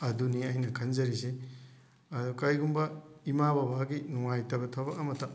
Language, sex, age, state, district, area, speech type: Manipuri, male, 30-45, Manipur, Thoubal, rural, spontaneous